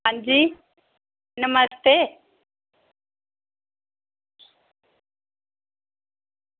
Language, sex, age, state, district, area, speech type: Dogri, female, 30-45, Jammu and Kashmir, Reasi, rural, conversation